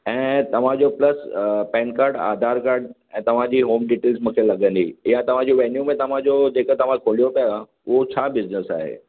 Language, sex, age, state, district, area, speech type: Sindhi, male, 45-60, Maharashtra, Mumbai Suburban, urban, conversation